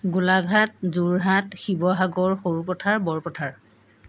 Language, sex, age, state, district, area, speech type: Assamese, female, 45-60, Assam, Golaghat, urban, spontaneous